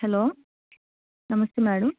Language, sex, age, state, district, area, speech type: Telugu, female, 18-30, Andhra Pradesh, Eluru, urban, conversation